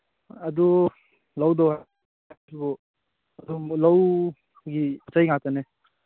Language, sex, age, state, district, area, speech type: Manipuri, male, 18-30, Manipur, Churachandpur, rural, conversation